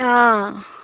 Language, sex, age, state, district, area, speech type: Assamese, female, 30-45, Assam, Charaideo, rural, conversation